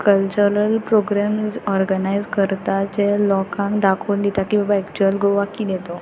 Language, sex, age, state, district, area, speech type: Goan Konkani, female, 18-30, Goa, Tiswadi, rural, spontaneous